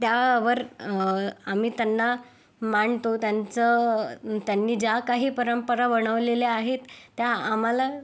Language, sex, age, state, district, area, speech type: Marathi, female, 18-30, Maharashtra, Yavatmal, urban, spontaneous